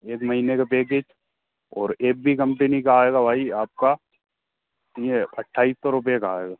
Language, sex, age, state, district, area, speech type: Hindi, male, 18-30, Madhya Pradesh, Hoshangabad, urban, conversation